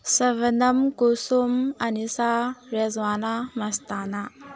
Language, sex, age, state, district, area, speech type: Manipuri, female, 18-30, Manipur, Tengnoupal, rural, spontaneous